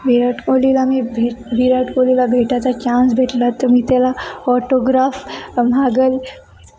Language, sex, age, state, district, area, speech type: Marathi, female, 18-30, Maharashtra, Nanded, urban, spontaneous